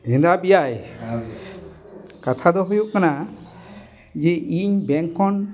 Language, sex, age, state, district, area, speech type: Santali, male, 60+, West Bengal, Dakshin Dinajpur, rural, spontaneous